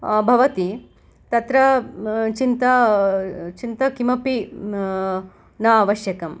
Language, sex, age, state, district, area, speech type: Sanskrit, female, 45-60, Telangana, Hyderabad, urban, spontaneous